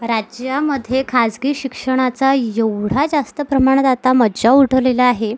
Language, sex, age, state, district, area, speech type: Marathi, female, 18-30, Maharashtra, Amravati, urban, spontaneous